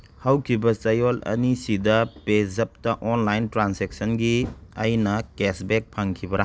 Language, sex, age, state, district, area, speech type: Manipuri, male, 30-45, Manipur, Churachandpur, rural, read